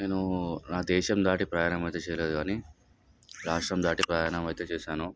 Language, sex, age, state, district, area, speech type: Telugu, male, 18-30, Telangana, Nalgonda, urban, spontaneous